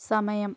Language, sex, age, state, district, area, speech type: Malayalam, female, 18-30, Kerala, Wayanad, rural, read